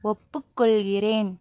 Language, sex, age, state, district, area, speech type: Tamil, female, 18-30, Tamil Nadu, Pudukkottai, rural, read